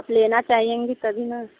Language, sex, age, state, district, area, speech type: Hindi, female, 30-45, Uttar Pradesh, Mirzapur, rural, conversation